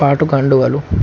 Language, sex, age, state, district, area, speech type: Telugu, male, 18-30, Telangana, Nagarkurnool, urban, spontaneous